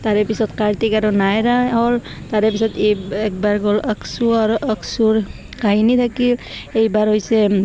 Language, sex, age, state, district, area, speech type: Assamese, female, 18-30, Assam, Barpeta, rural, spontaneous